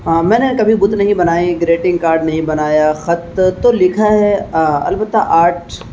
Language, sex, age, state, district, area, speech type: Urdu, male, 30-45, Uttar Pradesh, Azamgarh, rural, spontaneous